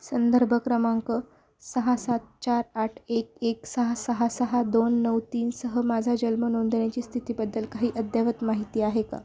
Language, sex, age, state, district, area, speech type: Marathi, female, 18-30, Maharashtra, Ahmednagar, rural, read